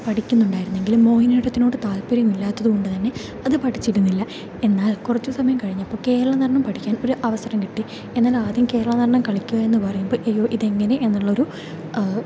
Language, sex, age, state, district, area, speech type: Malayalam, female, 18-30, Kerala, Kozhikode, rural, spontaneous